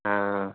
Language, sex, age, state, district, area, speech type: Hindi, male, 18-30, Bihar, Vaishali, rural, conversation